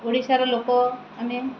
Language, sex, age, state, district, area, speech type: Odia, female, 30-45, Odisha, Kendrapara, urban, spontaneous